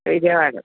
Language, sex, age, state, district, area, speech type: Telugu, female, 60+, Andhra Pradesh, Eluru, urban, conversation